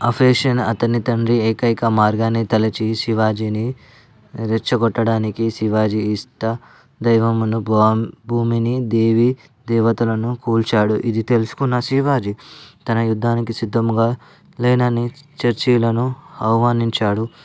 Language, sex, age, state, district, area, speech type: Telugu, male, 18-30, Telangana, Ranga Reddy, urban, spontaneous